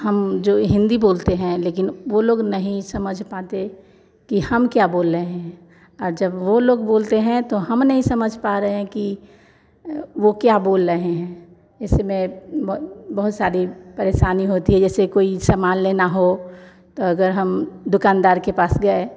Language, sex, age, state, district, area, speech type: Hindi, female, 60+, Bihar, Vaishali, urban, spontaneous